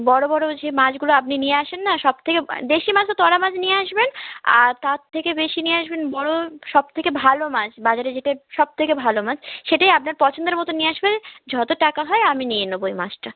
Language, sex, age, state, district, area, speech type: Bengali, female, 18-30, West Bengal, South 24 Parganas, rural, conversation